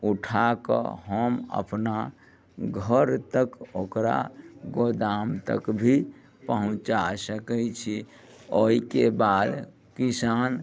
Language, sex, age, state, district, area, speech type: Maithili, male, 45-60, Bihar, Muzaffarpur, urban, spontaneous